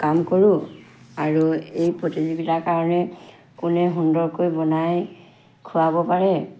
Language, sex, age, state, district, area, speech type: Assamese, female, 60+, Assam, Charaideo, rural, spontaneous